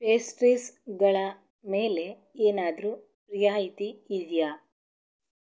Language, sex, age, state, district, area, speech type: Kannada, female, 18-30, Karnataka, Davanagere, rural, read